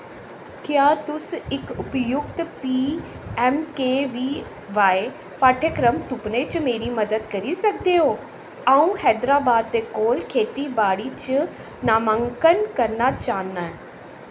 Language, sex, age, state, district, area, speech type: Dogri, female, 45-60, Jammu and Kashmir, Jammu, urban, read